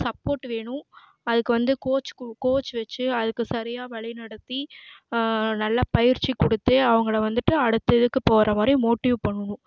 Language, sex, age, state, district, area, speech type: Tamil, female, 18-30, Tamil Nadu, Namakkal, urban, spontaneous